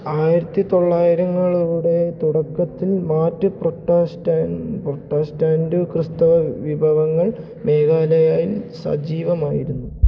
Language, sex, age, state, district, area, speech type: Malayalam, male, 18-30, Kerala, Idukki, rural, read